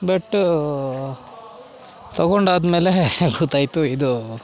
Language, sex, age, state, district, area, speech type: Kannada, male, 60+, Karnataka, Kolar, rural, spontaneous